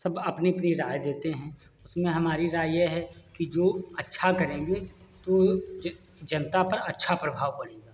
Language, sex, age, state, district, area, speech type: Hindi, male, 45-60, Uttar Pradesh, Hardoi, rural, spontaneous